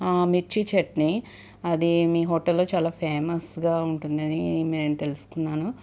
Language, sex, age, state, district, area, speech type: Telugu, female, 45-60, Andhra Pradesh, Guntur, urban, spontaneous